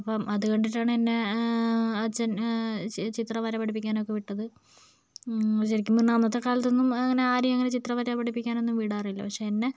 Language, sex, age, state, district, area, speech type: Malayalam, female, 60+, Kerala, Kozhikode, urban, spontaneous